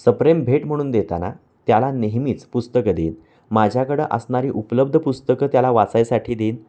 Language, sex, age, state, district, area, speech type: Marathi, male, 30-45, Maharashtra, Kolhapur, urban, spontaneous